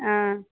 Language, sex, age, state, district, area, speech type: Maithili, female, 45-60, Bihar, Madhepura, rural, conversation